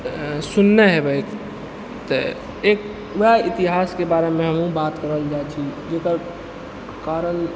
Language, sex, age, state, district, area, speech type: Maithili, male, 45-60, Bihar, Purnia, rural, spontaneous